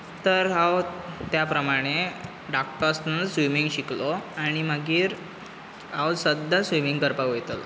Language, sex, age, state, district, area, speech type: Goan Konkani, male, 18-30, Goa, Bardez, urban, spontaneous